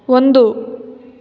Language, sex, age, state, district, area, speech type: Kannada, female, 18-30, Karnataka, Chikkaballapur, rural, read